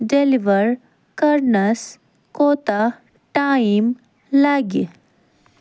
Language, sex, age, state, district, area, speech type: Kashmiri, female, 18-30, Jammu and Kashmir, Ganderbal, rural, read